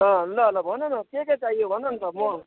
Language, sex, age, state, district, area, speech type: Nepali, male, 60+, West Bengal, Kalimpong, rural, conversation